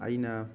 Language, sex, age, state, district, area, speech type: Manipuri, male, 30-45, Manipur, Thoubal, rural, spontaneous